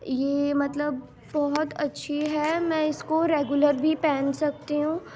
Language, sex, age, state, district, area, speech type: Urdu, female, 18-30, Uttar Pradesh, Ghaziabad, rural, spontaneous